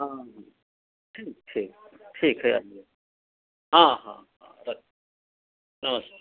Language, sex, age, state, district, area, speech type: Hindi, male, 30-45, Uttar Pradesh, Prayagraj, rural, conversation